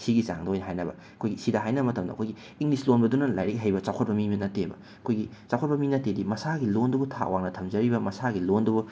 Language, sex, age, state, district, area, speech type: Manipuri, male, 30-45, Manipur, Imphal West, urban, spontaneous